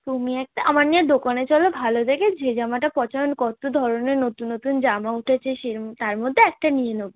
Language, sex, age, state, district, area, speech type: Bengali, female, 18-30, West Bengal, South 24 Parganas, rural, conversation